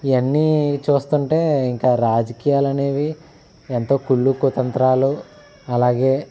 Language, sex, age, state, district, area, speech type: Telugu, male, 30-45, Andhra Pradesh, Eluru, rural, spontaneous